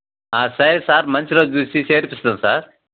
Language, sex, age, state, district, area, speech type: Telugu, male, 45-60, Andhra Pradesh, Sri Balaji, rural, conversation